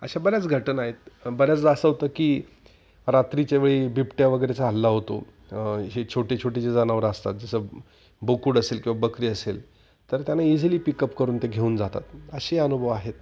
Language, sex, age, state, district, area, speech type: Marathi, male, 45-60, Maharashtra, Nashik, urban, spontaneous